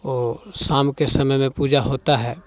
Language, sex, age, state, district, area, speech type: Hindi, male, 30-45, Bihar, Muzaffarpur, rural, spontaneous